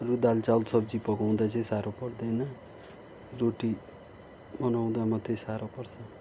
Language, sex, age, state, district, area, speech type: Nepali, male, 45-60, West Bengal, Kalimpong, rural, spontaneous